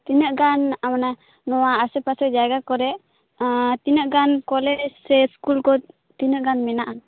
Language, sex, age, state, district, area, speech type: Santali, female, 18-30, West Bengal, Bankura, rural, conversation